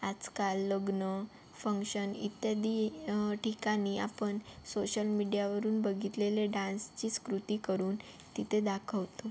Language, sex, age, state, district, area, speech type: Marathi, female, 18-30, Maharashtra, Yavatmal, rural, spontaneous